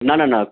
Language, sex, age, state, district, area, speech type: Bengali, male, 18-30, West Bengal, Malda, rural, conversation